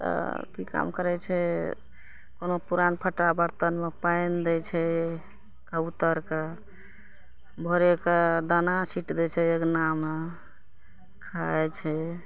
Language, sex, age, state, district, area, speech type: Maithili, female, 45-60, Bihar, Araria, rural, spontaneous